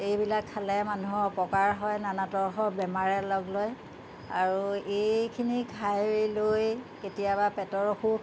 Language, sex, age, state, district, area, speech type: Assamese, female, 60+, Assam, Jorhat, urban, spontaneous